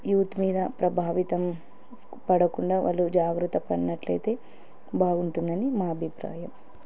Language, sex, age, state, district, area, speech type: Telugu, female, 30-45, Andhra Pradesh, Kurnool, rural, spontaneous